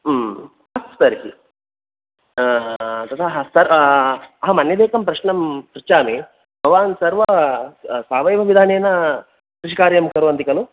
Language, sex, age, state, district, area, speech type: Sanskrit, male, 18-30, Karnataka, Dakshina Kannada, rural, conversation